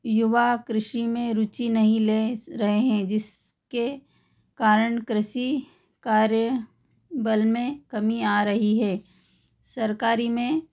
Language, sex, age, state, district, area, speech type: Hindi, female, 45-60, Madhya Pradesh, Ujjain, urban, spontaneous